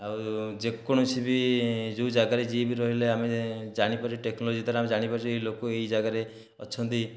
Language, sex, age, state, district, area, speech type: Odia, male, 30-45, Odisha, Dhenkanal, rural, spontaneous